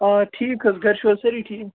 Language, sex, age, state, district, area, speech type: Kashmiri, male, 18-30, Jammu and Kashmir, Baramulla, rural, conversation